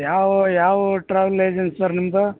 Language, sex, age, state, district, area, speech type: Kannada, male, 45-60, Karnataka, Bellary, rural, conversation